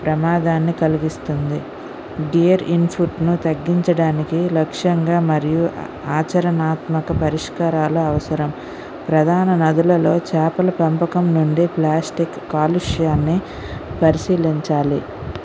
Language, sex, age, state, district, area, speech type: Telugu, female, 60+, Andhra Pradesh, Vizianagaram, rural, spontaneous